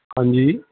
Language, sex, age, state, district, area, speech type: Punjabi, male, 60+, Punjab, Fazilka, rural, conversation